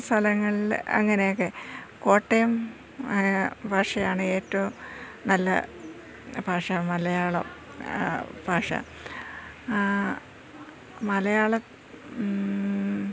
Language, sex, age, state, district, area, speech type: Malayalam, female, 60+, Kerala, Thiruvananthapuram, urban, spontaneous